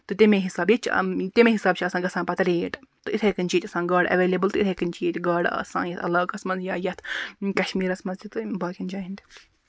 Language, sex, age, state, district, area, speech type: Kashmiri, female, 30-45, Jammu and Kashmir, Baramulla, rural, spontaneous